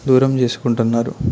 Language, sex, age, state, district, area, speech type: Telugu, male, 18-30, Andhra Pradesh, Eluru, rural, spontaneous